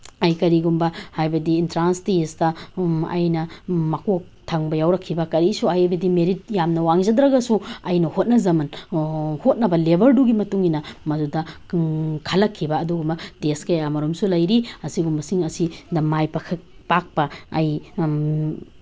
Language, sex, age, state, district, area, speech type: Manipuri, female, 30-45, Manipur, Tengnoupal, rural, spontaneous